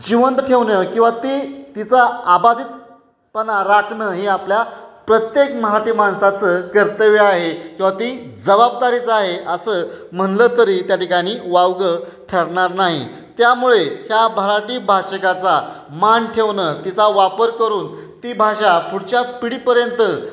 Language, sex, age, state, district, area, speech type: Marathi, male, 30-45, Maharashtra, Satara, urban, spontaneous